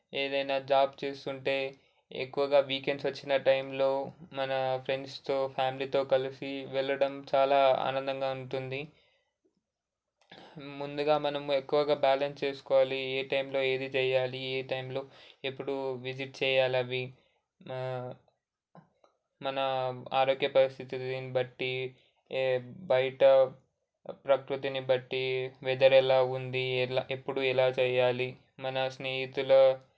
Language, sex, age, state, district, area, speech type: Telugu, male, 18-30, Telangana, Ranga Reddy, urban, spontaneous